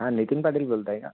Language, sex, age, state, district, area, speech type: Marathi, male, 18-30, Maharashtra, Thane, urban, conversation